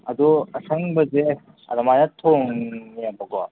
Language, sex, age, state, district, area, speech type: Manipuri, male, 30-45, Manipur, Kangpokpi, urban, conversation